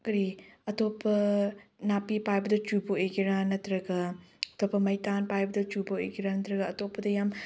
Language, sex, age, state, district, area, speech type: Manipuri, female, 18-30, Manipur, Chandel, rural, spontaneous